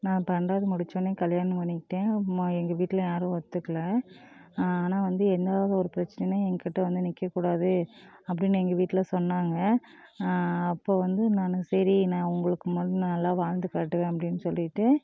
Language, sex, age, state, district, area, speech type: Tamil, female, 30-45, Tamil Nadu, Namakkal, rural, spontaneous